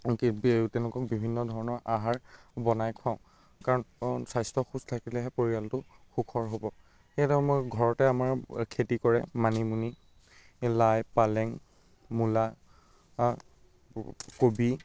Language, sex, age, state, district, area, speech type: Assamese, male, 30-45, Assam, Biswanath, rural, spontaneous